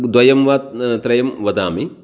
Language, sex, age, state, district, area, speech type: Sanskrit, male, 45-60, Karnataka, Uttara Kannada, urban, spontaneous